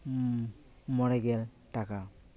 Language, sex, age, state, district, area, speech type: Santali, male, 18-30, West Bengal, Paschim Bardhaman, rural, spontaneous